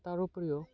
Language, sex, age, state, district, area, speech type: Assamese, male, 18-30, Assam, Barpeta, rural, spontaneous